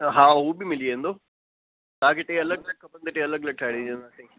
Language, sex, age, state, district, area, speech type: Sindhi, male, 30-45, Gujarat, Kutch, rural, conversation